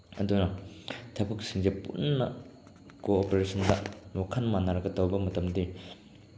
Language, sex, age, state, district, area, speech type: Manipuri, male, 18-30, Manipur, Chandel, rural, spontaneous